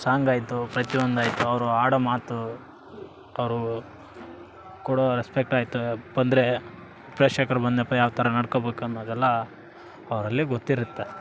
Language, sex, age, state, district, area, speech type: Kannada, male, 18-30, Karnataka, Vijayanagara, rural, spontaneous